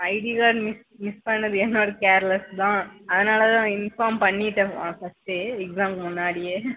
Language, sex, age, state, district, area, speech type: Tamil, female, 30-45, Tamil Nadu, Dharmapuri, rural, conversation